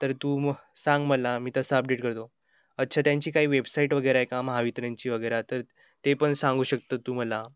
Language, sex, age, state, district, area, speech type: Marathi, male, 18-30, Maharashtra, Nagpur, rural, spontaneous